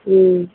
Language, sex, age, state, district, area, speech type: Urdu, female, 18-30, Telangana, Hyderabad, urban, conversation